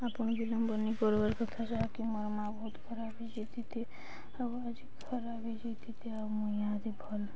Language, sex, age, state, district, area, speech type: Odia, female, 18-30, Odisha, Balangir, urban, spontaneous